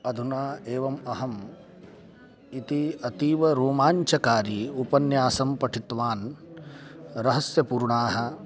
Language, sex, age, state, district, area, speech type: Sanskrit, male, 18-30, Uttar Pradesh, Lucknow, urban, spontaneous